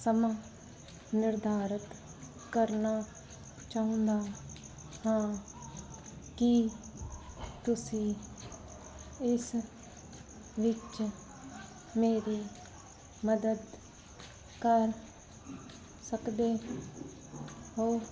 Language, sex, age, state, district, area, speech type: Punjabi, female, 18-30, Punjab, Fazilka, rural, read